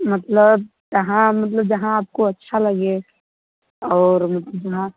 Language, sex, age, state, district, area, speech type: Hindi, female, 18-30, Uttar Pradesh, Mirzapur, rural, conversation